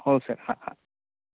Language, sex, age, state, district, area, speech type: Marathi, male, 18-30, Maharashtra, Sindhudurg, rural, conversation